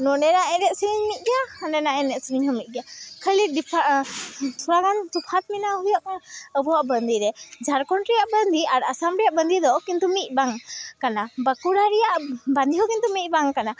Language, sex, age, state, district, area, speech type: Santali, female, 18-30, West Bengal, Malda, rural, spontaneous